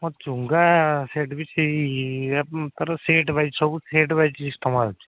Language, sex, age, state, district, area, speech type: Odia, male, 18-30, Odisha, Jagatsinghpur, rural, conversation